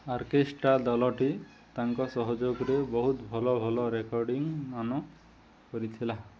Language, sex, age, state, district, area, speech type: Odia, male, 30-45, Odisha, Nuapada, urban, read